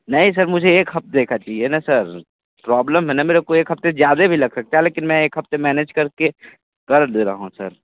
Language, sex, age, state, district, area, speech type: Hindi, male, 18-30, Uttar Pradesh, Sonbhadra, rural, conversation